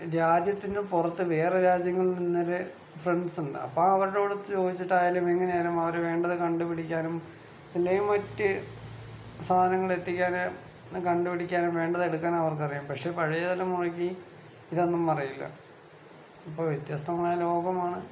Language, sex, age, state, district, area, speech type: Malayalam, male, 30-45, Kerala, Palakkad, rural, spontaneous